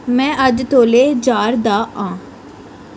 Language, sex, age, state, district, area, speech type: Dogri, female, 18-30, Jammu and Kashmir, Reasi, urban, read